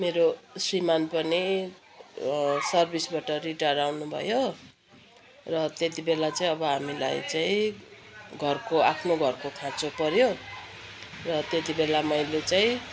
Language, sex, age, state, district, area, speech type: Nepali, female, 60+, West Bengal, Kalimpong, rural, spontaneous